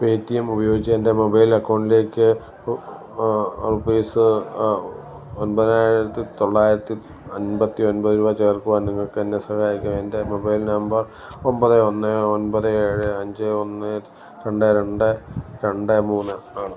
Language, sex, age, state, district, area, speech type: Malayalam, male, 45-60, Kerala, Alappuzha, rural, read